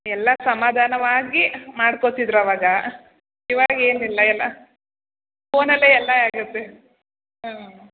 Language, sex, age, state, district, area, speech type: Kannada, female, 18-30, Karnataka, Mandya, rural, conversation